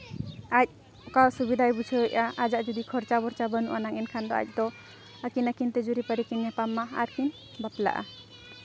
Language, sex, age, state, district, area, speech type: Santali, female, 18-30, Jharkhand, Seraikela Kharsawan, rural, spontaneous